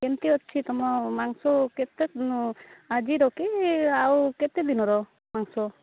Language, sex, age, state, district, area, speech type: Odia, female, 30-45, Odisha, Malkangiri, urban, conversation